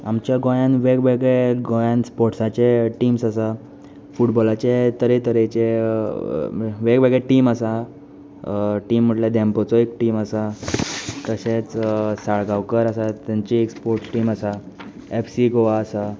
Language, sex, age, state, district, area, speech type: Goan Konkani, male, 18-30, Goa, Tiswadi, rural, spontaneous